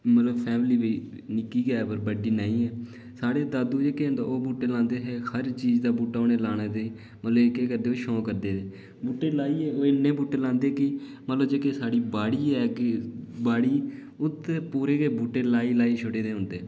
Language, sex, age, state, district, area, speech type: Dogri, male, 18-30, Jammu and Kashmir, Udhampur, rural, spontaneous